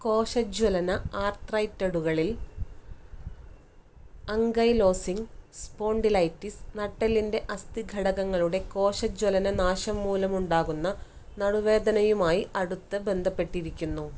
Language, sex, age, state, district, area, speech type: Malayalam, female, 30-45, Kerala, Kannur, rural, read